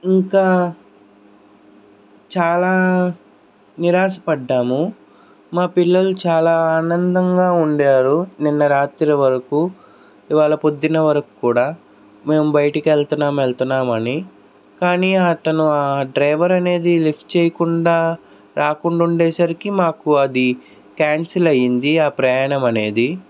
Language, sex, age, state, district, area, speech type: Telugu, male, 60+, Andhra Pradesh, Krishna, urban, spontaneous